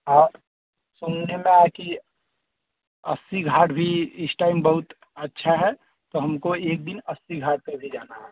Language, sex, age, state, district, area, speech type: Hindi, male, 30-45, Uttar Pradesh, Varanasi, urban, conversation